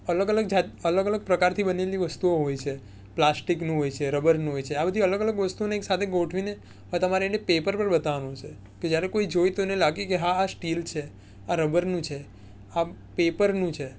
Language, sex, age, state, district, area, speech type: Gujarati, male, 18-30, Gujarat, Surat, urban, spontaneous